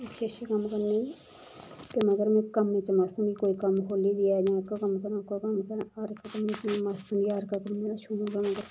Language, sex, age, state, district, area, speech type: Dogri, female, 30-45, Jammu and Kashmir, Reasi, rural, spontaneous